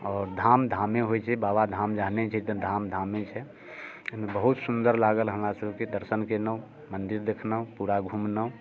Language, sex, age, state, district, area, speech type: Maithili, male, 45-60, Bihar, Muzaffarpur, rural, spontaneous